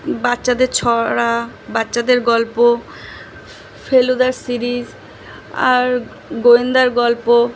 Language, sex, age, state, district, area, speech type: Bengali, female, 18-30, West Bengal, South 24 Parganas, urban, spontaneous